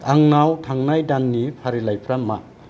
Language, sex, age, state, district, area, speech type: Bodo, male, 45-60, Assam, Kokrajhar, rural, read